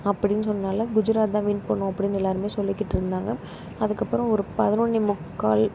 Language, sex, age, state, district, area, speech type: Tamil, female, 30-45, Tamil Nadu, Pudukkottai, rural, spontaneous